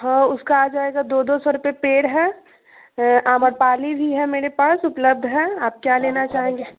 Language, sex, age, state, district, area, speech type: Hindi, female, 18-30, Bihar, Muzaffarpur, urban, conversation